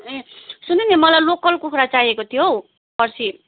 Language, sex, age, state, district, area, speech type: Nepali, female, 60+, West Bengal, Darjeeling, rural, conversation